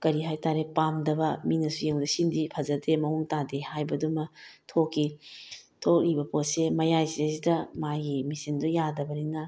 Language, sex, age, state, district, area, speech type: Manipuri, female, 45-60, Manipur, Bishnupur, rural, spontaneous